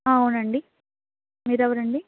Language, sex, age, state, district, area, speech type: Telugu, female, 18-30, Andhra Pradesh, Annamaya, rural, conversation